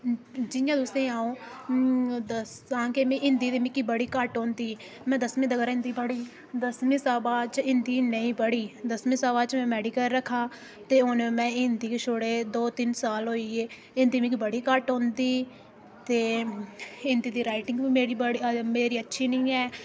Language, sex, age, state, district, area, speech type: Dogri, female, 18-30, Jammu and Kashmir, Udhampur, rural, spontaneous